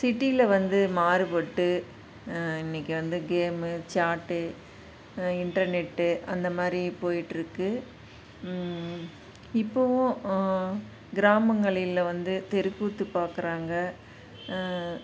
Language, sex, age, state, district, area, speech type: Tamil, female, 60+, Tamil Nadu, Dharmapuri, urban, spontaneous